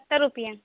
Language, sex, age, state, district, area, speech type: Urdu, female, 18-30, Bihar, Gaya, rural, conversation